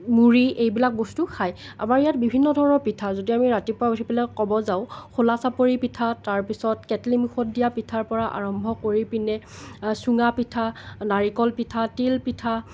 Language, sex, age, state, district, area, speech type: Assamese, male, 30-45, Assam, Nalbari, rural, spontaneous